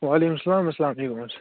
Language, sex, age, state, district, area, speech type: Kashmiri, male, 18-30, Jammu and Kashmir, Kupwara, urban, conversation